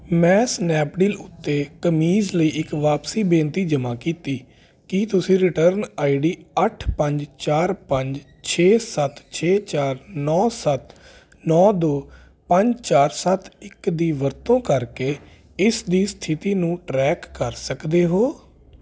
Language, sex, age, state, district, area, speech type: Punjabi, male, 30-45, Punjab, Jalandhar, urban, read